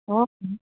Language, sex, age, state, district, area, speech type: Assamese, female, 18-30, Assam, Lakhimpur, rural, conversation